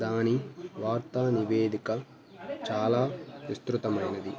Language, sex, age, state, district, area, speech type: Telugu, male, 18-30, Andhra Pradesh, Annamaya, rural, spontaneous